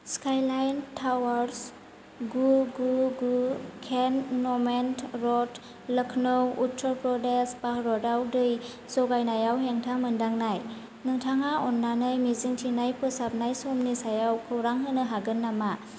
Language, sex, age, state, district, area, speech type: Bodo, female, 18-30, Assam, Kokrajhar, urban, read